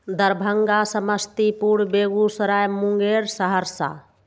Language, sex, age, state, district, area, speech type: Maithili, female, 45-60, Bihar, Begusarai, urban, spontaneous